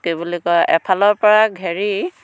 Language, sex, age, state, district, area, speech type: Assamese, female, 45-60, Assam, Dhemaji, rural, spontaneous